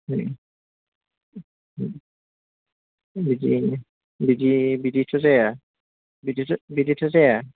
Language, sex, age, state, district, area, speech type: Bodo, male, 18-30, Assam, Kokrajhar, rural, conversation